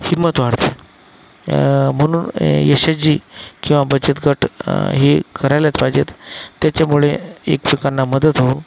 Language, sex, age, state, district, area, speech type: Marathi, male, 45-60, Maharashtra, Akola, rural, spontaneous